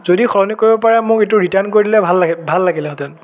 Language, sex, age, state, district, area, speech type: Assamese, male, 18-30, Assam, Biswanath, rural, spontaneous